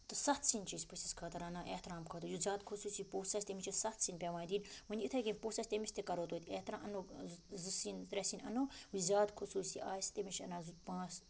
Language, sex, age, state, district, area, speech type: Kashmiri, female, 30-45, Jammu and Kashmir, Budgam, rural, spontaneous